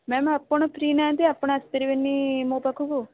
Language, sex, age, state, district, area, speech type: Odia, female, 18-30, Odisha, Puri, urban, conversation